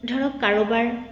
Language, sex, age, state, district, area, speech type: Assamese, female, 30-45, Assam, Kamrup Metropolitan, urban, spontaneous